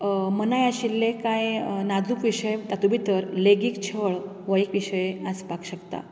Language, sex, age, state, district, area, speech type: Goan Konkani, female, 30-45, Goa, Canacona, rural, spontaneous